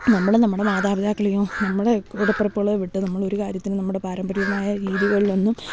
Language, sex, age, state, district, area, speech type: Malayalam, female, 30-45, Kerala, Thiruvananthapuram, urban, spontaneous